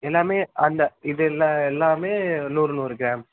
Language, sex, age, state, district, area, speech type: Tamil, male, 18-30, Tamil Nadu, Tiruchirappalli, rural, conversation